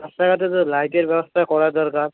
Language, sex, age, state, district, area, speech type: Bengali, male, 18-30, West Bengal, Alipurduar, rural, conversation